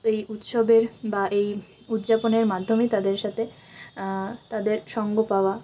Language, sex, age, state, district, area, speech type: Bengali, female, 18-30, West Bengal, Jalpaiguri, rural, spontaneous